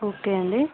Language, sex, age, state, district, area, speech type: Telugu, female, 18-30, Telangana, Mancherial, rural, conversation